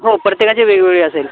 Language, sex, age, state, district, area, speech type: Marathi, male, 45-60, Maharashtra, Buldhana, rural, conversation